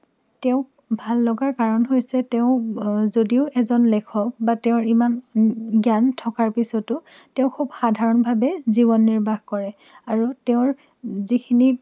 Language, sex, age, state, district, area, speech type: Assamese, female, 18-30, Assam, Dhemaji, rural, spontaneous